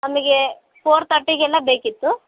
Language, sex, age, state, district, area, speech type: Kannada, female, 18-30, Karnataka, Bellary, urban, conversation